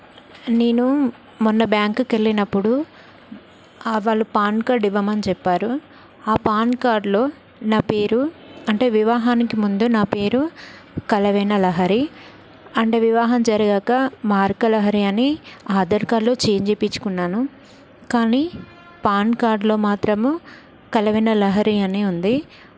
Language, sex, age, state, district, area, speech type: Telugu, female, 30-45, Telangana, Karimnagar, rural, spontaneous